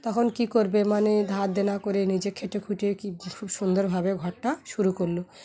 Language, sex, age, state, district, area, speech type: Bengali, female, 30-45, West Bengal, Dakshin Dinajpur, urban, spontaneous